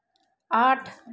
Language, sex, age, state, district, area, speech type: Hindi, female, 30-45, Madhya Pradesh, Chhindwara, urban, read